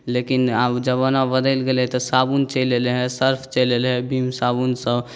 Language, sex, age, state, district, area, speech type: Maithili, male, 18-30, Bihar, Saharsa, rural, spontaneous